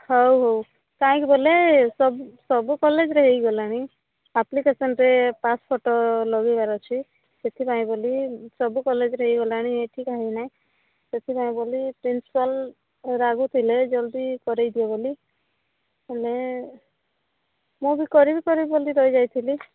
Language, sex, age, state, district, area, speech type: Odia, female, 18-30, Odisha, Rayagada, rural, conversation